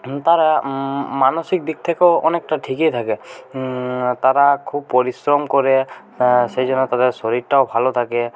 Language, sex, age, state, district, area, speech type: Bengali, male, 30-45, West Bengal, Purulia, rural, spontaneous